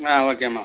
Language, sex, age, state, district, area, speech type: Tamil, male, 45-60, Tamil Nadu, Viluppuram, rural, conversation